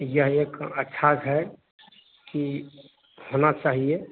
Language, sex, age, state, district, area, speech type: Hindi, male, 30-45, Bihar, Madhepura, rural, conversation